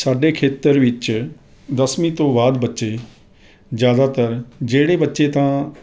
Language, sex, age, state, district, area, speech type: Punjabi, male, 30-45, Punjab, Rupnagar, rural, spontaneous